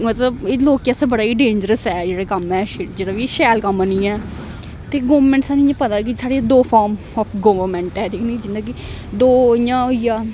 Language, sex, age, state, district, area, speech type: Dogri, female, 18-30, Jammu and Kashmir, Samba, rural, spontaneous